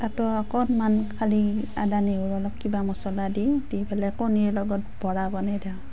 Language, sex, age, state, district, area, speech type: Assamese, female, 30-45, Assam, Nalbari, rural, spontaneous